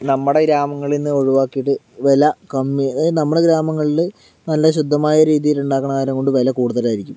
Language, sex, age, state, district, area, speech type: Malayalam, male, 18-30, Kerala, Palakkad, rural, spontaneous